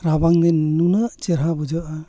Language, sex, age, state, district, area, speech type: Santali, male, 45-60, Odisha, Mayurbhanj, rural, spontaneous